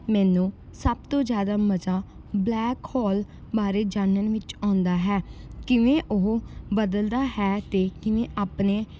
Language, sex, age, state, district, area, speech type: Punjabi, female, 18-30, Punjab, Gurdaspur, rural, spontaneous